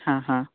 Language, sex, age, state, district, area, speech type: Goan Konkani, male, 18-30, Goa, Bardez, rural, conversation